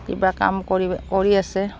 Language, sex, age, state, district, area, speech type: Assamese, female, 30-45, Assam, Barpeta, rural, spontaneous